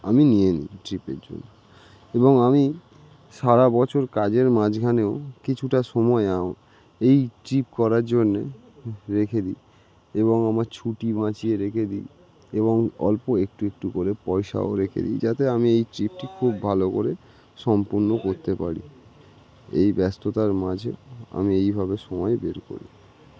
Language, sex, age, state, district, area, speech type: Bengali, male, 18-30, West Bengal, North 24 Parganas, urban, spontaneous